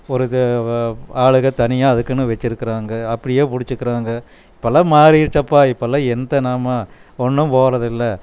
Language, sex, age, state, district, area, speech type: Tamil, male, 60+, Tamil Nadu, Coimbatore, rural, spontaneous